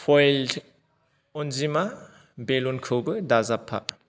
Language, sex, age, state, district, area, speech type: Bodo, male, 30-45, Assam, Kokrajhar, rural, read